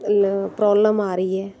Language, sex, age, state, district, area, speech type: Punjabi, female, 45-60, Punjab, Jalandhar, urban, spontaneous